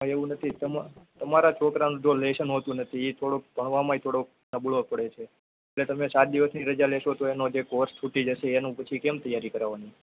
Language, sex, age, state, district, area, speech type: Gujarati, male, 18-30, Gujarat, Ahmedabad, urban, conversation